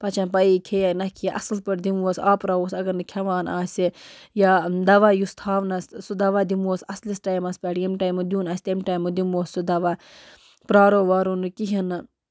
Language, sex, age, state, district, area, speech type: Kashmiri, female, 18-30, Jammu and Kashmir, Baramulla, rural, spontaneous